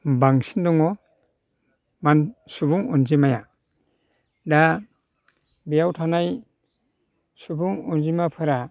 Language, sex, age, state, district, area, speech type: Bodo, male, 60+, Assam, Baksa, rural, spontaneous